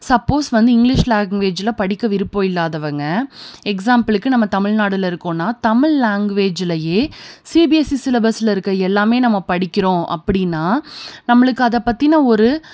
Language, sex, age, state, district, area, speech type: Tamil, female, 18-30, Tamil Nadu, Tiruppur, urban, spontaneous